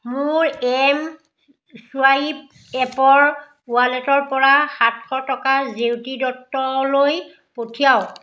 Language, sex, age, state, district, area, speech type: Assamese, female, 45-60, Assam, Biswanath, rural, read